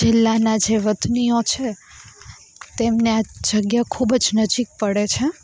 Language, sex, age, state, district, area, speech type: Gujarati, female, 18-30, Gujarat, Rajkot, rural, spontaneous